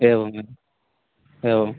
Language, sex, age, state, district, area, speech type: Sanskrit, male, 18-30, Odisha, Kandhamal, urban, conversation